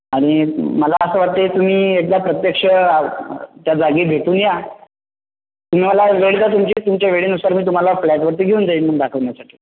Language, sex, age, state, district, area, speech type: Marathi, male, 30-45, Maharashtra, Buldhana, urban, conversation